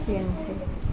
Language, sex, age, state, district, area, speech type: Bodo, female, 45-60, Assam, Kokrajhar, urban, spontaneous